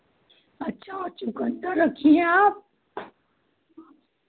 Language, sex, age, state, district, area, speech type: Hindi, female, 18-30, Uttar Pradesh, Chandauli, rural, conversation